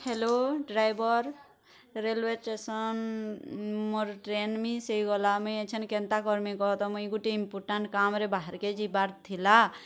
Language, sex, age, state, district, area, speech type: Odia, female, 30-45, Odisha, Bargarh, urban, spontaneous